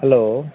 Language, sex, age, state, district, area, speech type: Odia, male, 30-45, Odisha, Kendujhar, urban, conversation